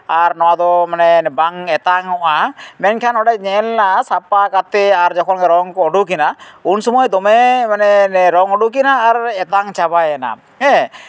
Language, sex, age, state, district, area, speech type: Santali, male, 30-45, West Bengal, Jhargram, rural, spontaneous